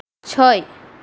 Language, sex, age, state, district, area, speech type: Bengali, female, 18-30, West Bengal, Purulia, urban, read